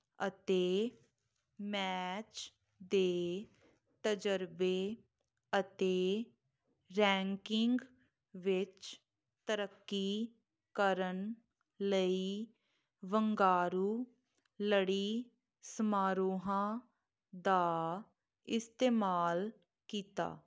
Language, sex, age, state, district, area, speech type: Punjabi, female, 18-30, Punjab, Muktsar, urban, read